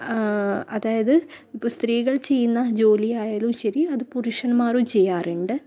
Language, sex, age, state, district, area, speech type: Malayalam, female, 30-45, Kerala, Kasaragod, rural, spontaneous